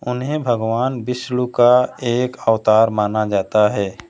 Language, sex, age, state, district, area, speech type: Hindi, male, 18-30, Uttar Pradesh, Pratapgarh, rural, read